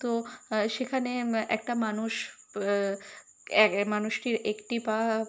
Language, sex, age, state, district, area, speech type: Bengali, female, 18-30, West Bengal, Kolkata, urban, spontaneous